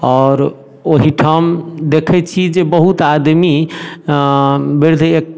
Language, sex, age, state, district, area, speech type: Maithili, male, 30-45, Bihar, Darbhanga, rural, spontaneous